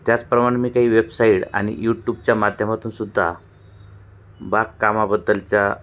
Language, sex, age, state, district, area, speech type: Marathi, male, 45-60, Maharashtra, Nashik, urban, spontaneous